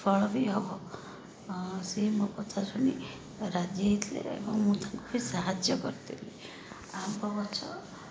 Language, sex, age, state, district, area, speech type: Odia, female, 30-45, Odisha, Rayagada, rural, spontaneous